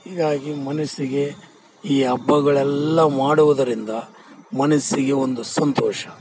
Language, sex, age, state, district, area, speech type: Kannada, male, 45-60, Karnataka, Bellary, rural, spontaneous